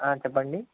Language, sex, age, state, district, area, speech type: Telugu, male, 30-45, Andhra Pradesh, Anantapur, urban, conversation